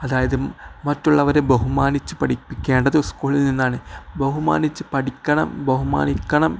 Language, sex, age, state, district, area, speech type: Malayalam, male, 18-30, Kerala, Kozhikode, rural, spontaneous